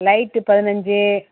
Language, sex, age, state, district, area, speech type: Tamil, female, 60+, Tamil Nadu, Viluppuram, rural, conversation